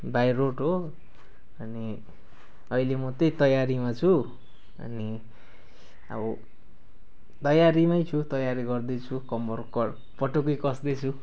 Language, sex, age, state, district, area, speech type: Nepali, male, 18-30, West Bengal, Kalimpong, rural, spontaneous